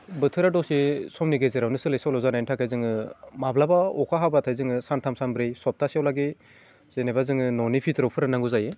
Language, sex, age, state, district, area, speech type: Bodo, male, 18-30, Assam, Baksa, urban, spontaneous